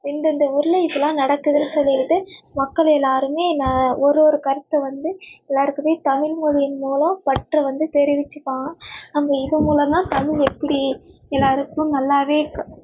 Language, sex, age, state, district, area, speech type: Tamil, female, 18-30, Tamil Nadu, Nagapattinam, rural, spontaneous